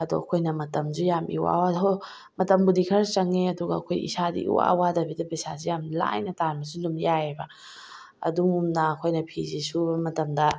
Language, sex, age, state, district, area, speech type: Manipuri, female, 45-60, Manipur, Bishnupur, rural, spontaneous